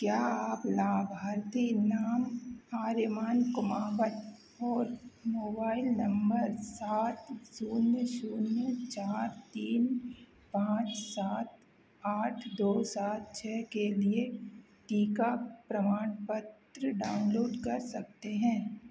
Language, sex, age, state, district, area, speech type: Hindi, female, 30-45, Madhya Pradesh, Hoshangabad, urban, read